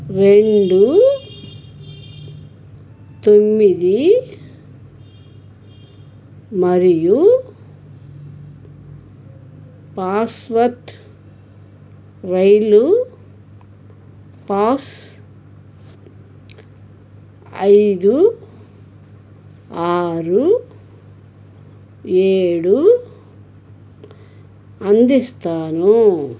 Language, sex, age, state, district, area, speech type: Telugu, female, 60+, Andhra Pradesh, Krishna, urban, read